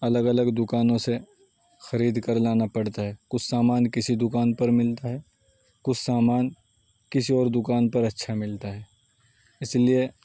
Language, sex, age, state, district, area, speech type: Urdu, male, 30-45, Uttar Pradesh, Saharanpur, urban, spontaneous